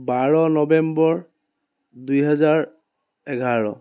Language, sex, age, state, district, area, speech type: Assamese, male, 18-30, Assam, Charaideo, urban, spontaneous